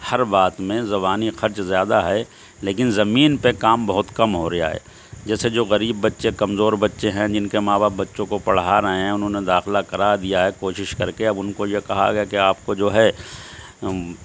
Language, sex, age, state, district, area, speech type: Urdu, male, 60+, Uttar Pradesh, Shahjahanpur, rural, spontaneous